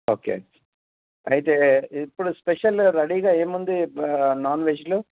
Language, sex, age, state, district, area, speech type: Telugu, male, 60+, Telangana, Hyderabad, rural, conversation